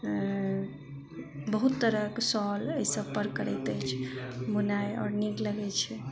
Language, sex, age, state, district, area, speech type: Maithili, female, 45-60, Bihar, Madhubani, rural, spontaneous